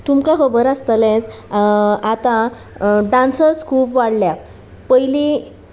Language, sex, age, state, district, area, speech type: Goan Konkani, female, 30-45, Goa, Sanguem, rural, spontaneous